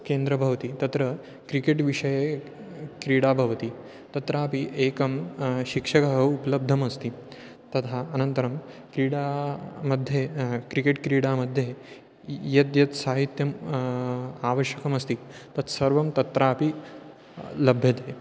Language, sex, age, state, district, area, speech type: Sanskrit, male, 18-30, Maharashtra, Chandrapur, rural, spontaneous